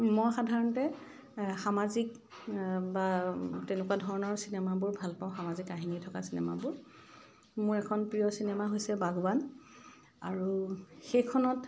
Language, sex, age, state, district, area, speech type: Assamese, female, 45-60, Assam, Dibrugarh, rural, spontaneous